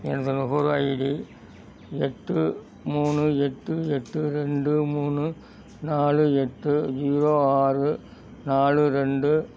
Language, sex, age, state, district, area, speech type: Tamil, male, 60+, Tamil Nadu, Thanjavur, rural, read